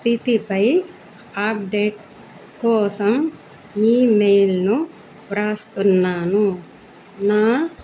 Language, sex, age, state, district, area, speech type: Telugu, female, 60+, Andhra Pradesh, Annamaya, urban, spontaneous